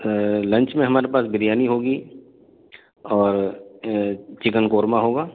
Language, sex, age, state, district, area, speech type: Urdu, male, 30-45, Delhi, North East Delhi, urban, conversation